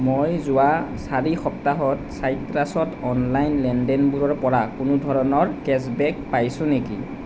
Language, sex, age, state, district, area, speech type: Assamese, male, 30-45, Assam, Nalbari, rural, read